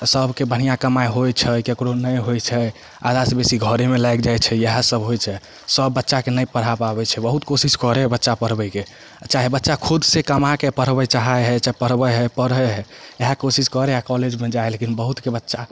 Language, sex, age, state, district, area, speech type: Maithili, male, 18-30, Bihar, Samastipur, rural, spontaneous